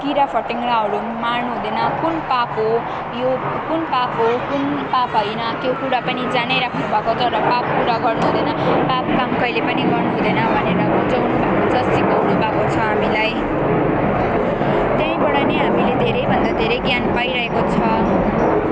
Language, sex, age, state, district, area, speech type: Nepali, female, 18-30, West Bengal, Alipurduar, urban, spontaneous